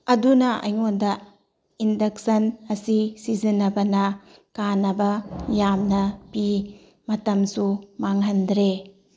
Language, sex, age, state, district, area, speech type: Manipuri, female, 45-60, Manipur, Tengnoupal, rural, spontaneous